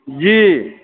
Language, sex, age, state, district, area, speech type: Maithili, male, 45-60, Bihar, Saharsa, urban, conversation